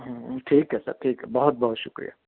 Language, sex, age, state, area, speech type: Urdu, male, 30-45, Jharkhand, urban, conversation